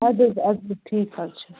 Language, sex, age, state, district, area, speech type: Kashmiri, female, 18-30, Jammu and Kashmir, Budgam, rural, conversation